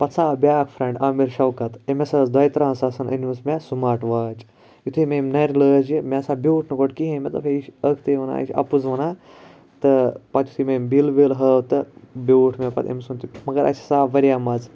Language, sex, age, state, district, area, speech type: Kashmiri, male, 18-30, Jammu and Kashmir, Ganderbal, rural, spontaneous